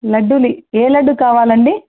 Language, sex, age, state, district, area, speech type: Telugu, female, 30-45, Andhra Pradesh, Sri Satya Sai, urban, conversation